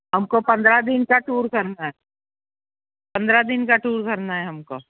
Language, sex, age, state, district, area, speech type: Hindi, female, 45-60, Rajasthan, Jodhpur, urban, conversation